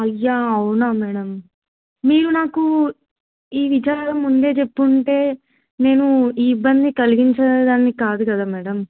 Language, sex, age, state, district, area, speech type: Telugu, female, 18-30, Telangana, Mulugu, urban, conversation